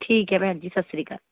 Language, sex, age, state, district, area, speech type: Punjabi, female, 30-45, Punjab, Pathankot, urban, conversation